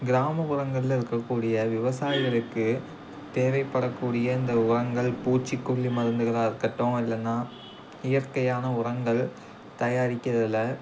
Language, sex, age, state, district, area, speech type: Tamil, male, 18-30, Tamil Nadu, Tiruppur, rural, spontaneous